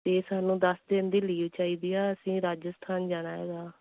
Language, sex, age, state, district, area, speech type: Punjabi, female, 18-30, Punjab, Tarn Taran, rural, conversation